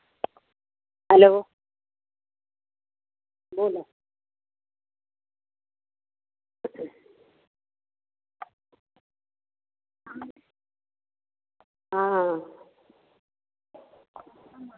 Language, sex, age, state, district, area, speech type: Hindi, female, 60+, Bihar, Vaishali, urban, conversation